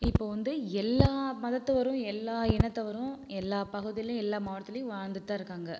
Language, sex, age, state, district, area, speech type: Tamil, female, 30-45, Tamil Nadu, Viluppuram, urban, spontaneous